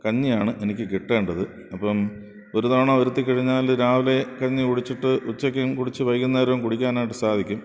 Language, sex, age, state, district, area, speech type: Malayalam, male, 60+, Kerala, Thiruvananthapuram, urban, spontaneous